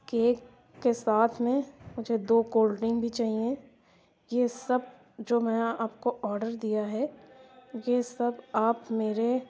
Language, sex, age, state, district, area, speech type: Urdu, female, 60+, Uttar Pradesh, Lucknow, rural, spontaneous